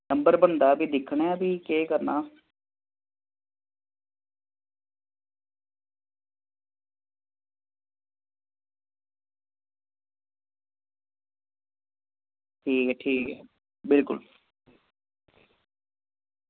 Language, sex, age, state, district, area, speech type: Dogri, male, 30-45, Jammu and Kashmir, Samba, rural, conversation